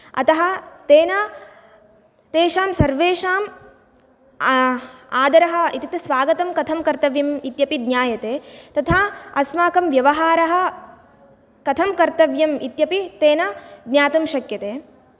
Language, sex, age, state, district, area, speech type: Sanskrit, female, 18-30, Karnataka, Bagalkot, urban, spontaneous